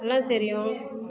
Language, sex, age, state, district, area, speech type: Tamil, female, 30-45, Tamil Nadu, Salem, rural, spontaneous